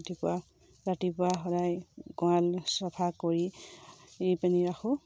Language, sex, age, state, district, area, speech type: Assamese, female, 30-45, Assam, Sivasagar, rural, spontaneous